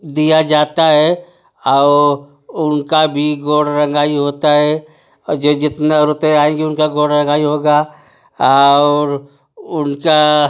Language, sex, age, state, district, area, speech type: Hindi, male, 45-60, Uttar Pradesh, Ghazipur, rural, spontaneous